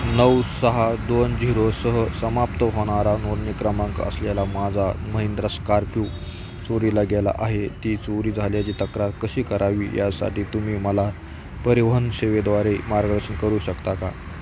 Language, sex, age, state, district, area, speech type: Marathi, male, 18-30, Maharashtra, Beed, rural, read